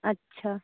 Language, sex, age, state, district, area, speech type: Hindi, female, 18-30, Uttar Pradesh, Sonbhadra, rural, conversation